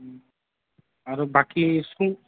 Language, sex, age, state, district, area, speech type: Assamese, male, 18-30, Assam, Nalbari, rural, conversation